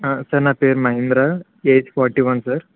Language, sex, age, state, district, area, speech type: Telugu, male, 18-30, Andhra Pradesh, Kakinada, urban, conversation